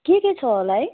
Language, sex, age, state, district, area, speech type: Nepali, female, 45-60, West Bengal, Jalpaiguri, urban, conversation